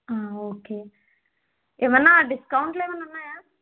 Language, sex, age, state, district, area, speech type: Telugu, female, 45-60, Andhra Pradesh, East Godavari, rural, conversation